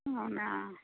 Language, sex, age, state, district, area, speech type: Telugu, female, 30-45, Telangana, Warangal, rural, conversation